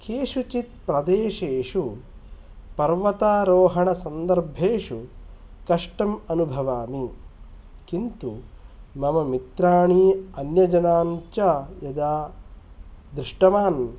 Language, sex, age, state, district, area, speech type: Sanskrit, male, 30-45, Karnataka, Kolar, rural, spontaneous